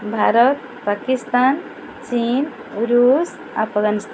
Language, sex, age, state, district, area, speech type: Odia, female, 45-60, Odisha, Kendrapara, urban, spontaneous